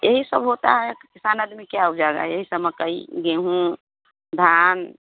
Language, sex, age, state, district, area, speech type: Hindi, female, 30-45, Bihar, Vaishali, rural, conversation